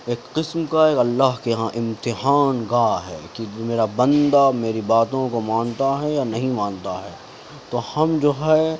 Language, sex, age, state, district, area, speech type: Urdu, male, 60+, Delhi, Central Delhi, urban, spontaneous